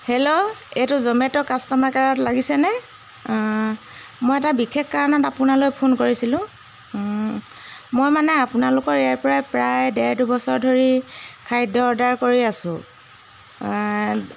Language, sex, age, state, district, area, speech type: Assamese, female, 30-45, Assam, Jorhat, urban, spontaneous